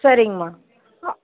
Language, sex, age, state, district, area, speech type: Tamil, female, 18-30, Tamil Nadu, Dharmapuri, rural, conversation